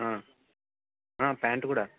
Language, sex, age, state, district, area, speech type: Telugu, male, 18-30, Andhra Pradesh, Kadapa, rural, conversation